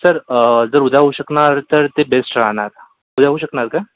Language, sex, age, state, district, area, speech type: Marathi, male, 18-30, Maharashtra, Yavatmal, urban, conversation